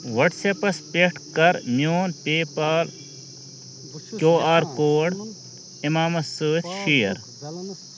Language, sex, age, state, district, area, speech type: Kashmiri, male, 30-45, Jammu and Kashmir, Ganderbal, rural, read